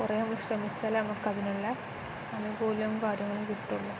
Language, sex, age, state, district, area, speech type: Malayalam, female, 18-30, Kerala, Kozhikode, rural, spontaneous